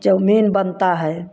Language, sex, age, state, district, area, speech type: Hindi, female, 60+, Uttar Pradesh, Prayagraj, urban, spontaneous